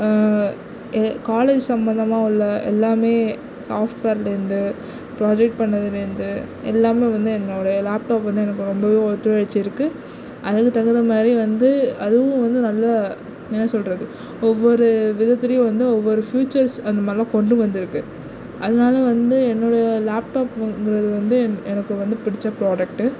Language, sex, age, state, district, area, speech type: Tamil, female, 18-30, Tamil Nadu, Nagapattinam, rural, spontaneous